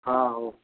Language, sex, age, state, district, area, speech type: Odia, male, 60+, Odisha, Gajapati, rural, conversation